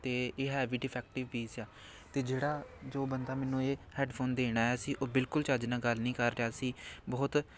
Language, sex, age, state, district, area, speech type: Punjabi, male, 18-30, Punjab, Amritsar, urban, spontaneous